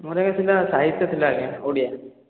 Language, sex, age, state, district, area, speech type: Odia, male, 18-30, Odisha, Khordha, rural, conversation